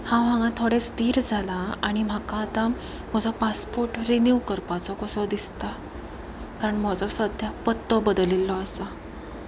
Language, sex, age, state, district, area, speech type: Goan Konkani, female, 30-45, Goa, Pernem, rural, spontaneous